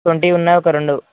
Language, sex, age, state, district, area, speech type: Telugu, male, 18-30, Telangana, Nalgonda, urban, conversation